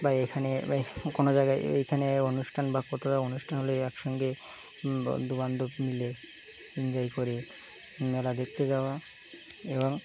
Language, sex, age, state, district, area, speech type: Bengali, male, 18-30, West Bengal, Birbhum, urban, spontaneous